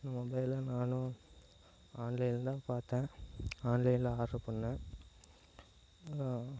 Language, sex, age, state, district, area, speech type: Tamil, male, 18-30, Tamil Nadu, Namakkal, rural, spontaneous